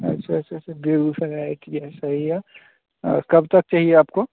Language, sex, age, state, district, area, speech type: Hindi, male, 30-45, Bihar, Begusarai, rural, conversation